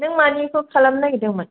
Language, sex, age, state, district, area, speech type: Bodo, female, 30-45, Assam, Kokrajhar, urban, conversation